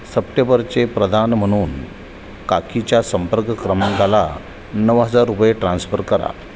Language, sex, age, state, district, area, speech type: Marathi, male, 45-60, Maharashtra, Sindhudurg, rural, read